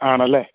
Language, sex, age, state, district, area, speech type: Malayalam, male, 30-45, Kerala, Idukki, rural, conversation